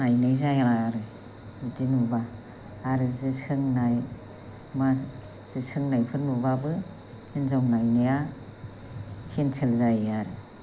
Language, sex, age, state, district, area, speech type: Bodo, female, 45-60, Assam, Chirang, rural, spontaneous